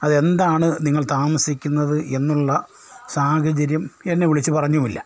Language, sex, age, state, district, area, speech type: Malayalam, male, 60+, Kerala, Kollam, rural, spontaneous